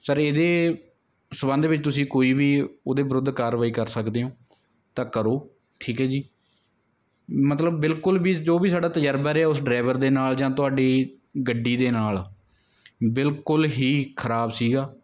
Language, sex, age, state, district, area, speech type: Punjabi, male, 18-30, Punjab, Mansa, rural, spontaneous